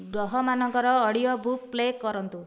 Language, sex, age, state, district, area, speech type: Odia, female, 30-45, Odisha, Dhenkanal, rural, read